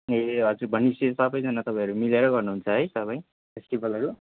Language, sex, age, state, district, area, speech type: Nepali, male, 30-45, West Bengal, Jalpaiguri, rural, conversation